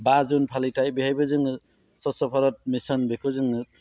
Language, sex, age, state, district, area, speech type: Bodo, male, 30-45, Assam, Baksa, rural, spontaneous